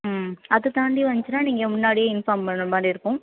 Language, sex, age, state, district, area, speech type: Tamil, female, 18-30, Tamil Nadu, Perambalur, rural, conversation